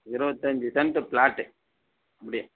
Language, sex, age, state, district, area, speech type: Tamil, male, 60+, Tamil Nadu, Dharmapuri, rural, conversation